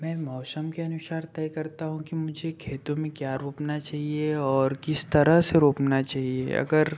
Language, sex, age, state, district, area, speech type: Hindi, male, 30-45, Madhya Pradesh, Betul, urban, spontaneous